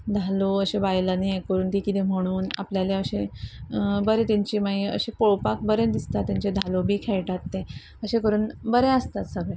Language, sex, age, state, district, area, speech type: Goan Konkani, female, 30-45, Goa, Quepem, rural, spontaneous